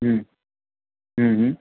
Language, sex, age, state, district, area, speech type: Gujarati, male, 18-30, Gujarat, Anand, urban, conversation